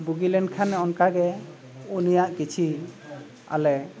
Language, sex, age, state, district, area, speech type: Santali, male, 45-60, Odisha, Mayurbhanj, rural, spontaneous